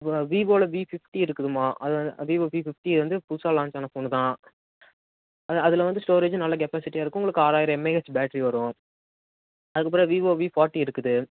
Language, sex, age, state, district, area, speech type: Tamil, male, 18-30, Tamil Nadu, Tenkasi, urban, conversation